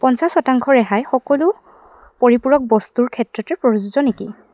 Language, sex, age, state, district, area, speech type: Assamese, female, 18-30, Assam, Sivasagar, rural, read